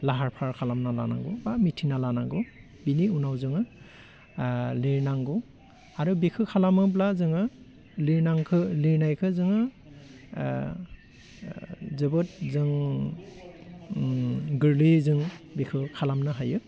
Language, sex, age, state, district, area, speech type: Bodo, male, 30-45, Assam, Udalguri, urban, spontaneous